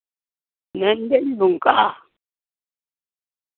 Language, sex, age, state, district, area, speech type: Santali, male, 60+, West Bengal, Purulia, rural, conversation